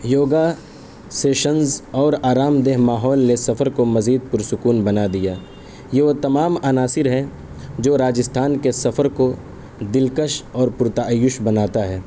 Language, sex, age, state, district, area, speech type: Urdu, male, 18-30, Uttar Pradesh, Saharanpur, urban, spontaneous